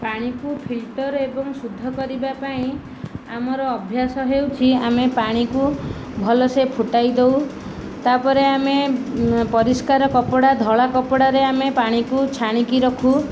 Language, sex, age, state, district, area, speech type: Odia, female, 30-45, Odisha, Nayagarh, rural, spontaneous